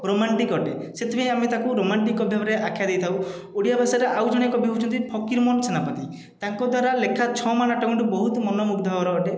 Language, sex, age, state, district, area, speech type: Odia, male, 30-45, Odisha, Khordha, rural, spontaneous